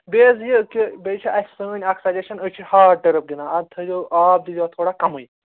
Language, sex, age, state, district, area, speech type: Kashmiri, male, 30-45, Jammu and Kashmir, Srinagar, urban, conversation